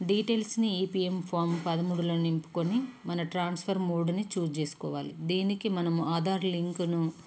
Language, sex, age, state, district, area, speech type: Telugu, female, 30-45, Telangana, Peddapalli, urban, spontaneous